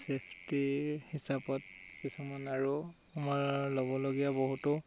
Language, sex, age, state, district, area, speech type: Assamese, male, 18-30, Assam, Tinsukia, urban, spontaneous